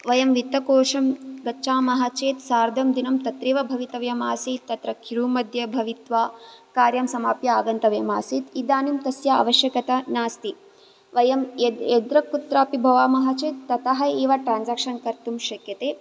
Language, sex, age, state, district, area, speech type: Sanskrit, female, 18-30, Karnataka, Bangalore Rural, urban, spontaneous